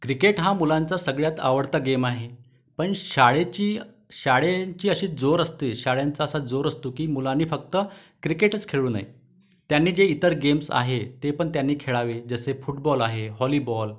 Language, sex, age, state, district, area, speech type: Marathi, male, 30-45, Maharashtra, Wardha, urban, spontaneous